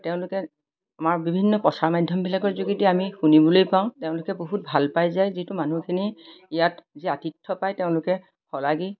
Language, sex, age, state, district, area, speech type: Assamese, female, 60+, Assam, Majuli, urban, spontaneous